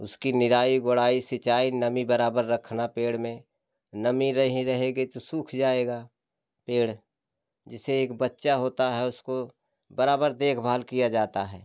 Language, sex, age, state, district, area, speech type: Hindi, male, 60+, Uttar Pradesh, Jaunpur, rural, spontaneous